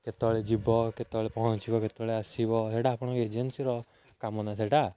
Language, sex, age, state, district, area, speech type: Odia, male, 18-30, Odisha, Jagatsinghpur, rural, spontaneous